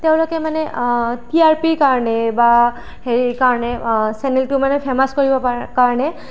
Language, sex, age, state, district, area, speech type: Assamese, female, 18-30, Assam, Nalbari, rural, spontaneous